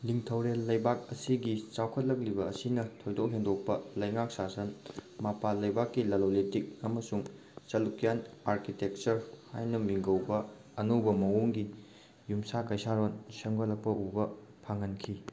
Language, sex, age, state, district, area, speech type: Manipuri, male, 18-30, Manipur, Thoubal, rural, read